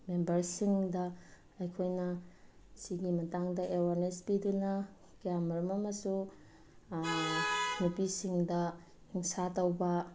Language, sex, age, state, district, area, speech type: Manipuri, female, 30-45, Manipur, Bishnupur, rural, spontaneous